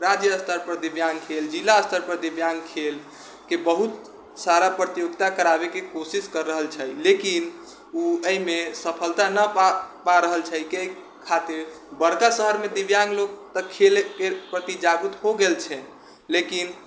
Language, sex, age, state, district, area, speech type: Maithili, male, 18-30, Bihar, Sitamarhi, urban, spontaneous